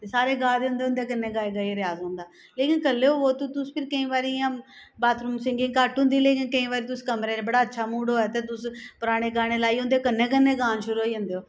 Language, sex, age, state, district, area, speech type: Dogri, female, 45-60, Jammu and Kashmir, Jammu, urban, spontaneous